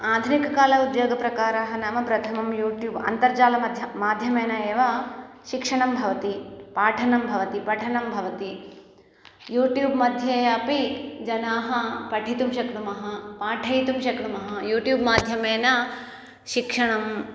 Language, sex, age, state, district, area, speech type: Sanskrit, female, 30-45, Andhra Pradesh, East Godavari, rural, spontaneous